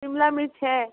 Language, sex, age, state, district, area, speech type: Hindi, female, 18-30, Uttar Pradesh, Sonbhadra, rural, conversation